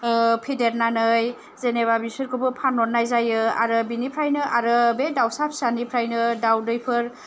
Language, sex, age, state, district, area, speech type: Bodo, female, 30-45, Assam, Kokrajhar, rural, spontaneous